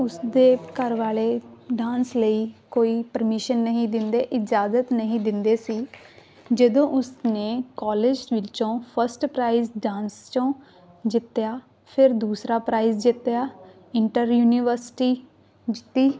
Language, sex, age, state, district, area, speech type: Punjabi, female, 18-30, Punjab, Muktsar, rural, spontaneous